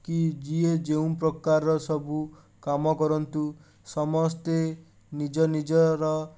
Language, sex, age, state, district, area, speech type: Odia, male, 30-45, Odisha, Bhadrak, rural, spontaneous